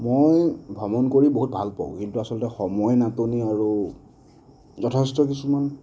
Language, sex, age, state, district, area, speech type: Assamese, male, 30-45, Assam, Nagaon, rural, spontaneous